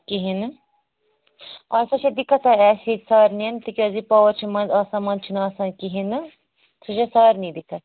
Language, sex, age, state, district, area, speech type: Kashmiri, female, 18-30, Jammu and Kashmir, Anantnag, rural, conversation